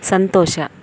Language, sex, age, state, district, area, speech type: Kannada, female, 45-60, Karnataka, Bangalore Rural, rural, read